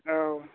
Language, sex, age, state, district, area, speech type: Bodo, male, 30-45, Assam, Chirang, rural, conversation